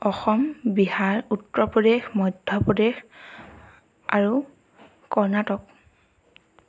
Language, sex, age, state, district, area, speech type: Assamese, female, 18-30, Assam, Sonitpur, rural, spontaneous